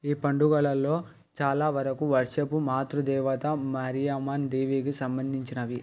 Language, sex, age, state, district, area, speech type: Telugu, male, 18-30, Andhra Pradesh, Krishna, urban, read